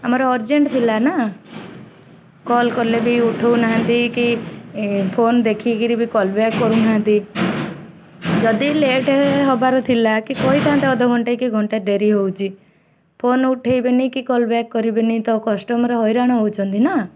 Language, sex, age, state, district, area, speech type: Odia, female, 18-30, Odisha, Jagatsinghpur, urban, spontaneous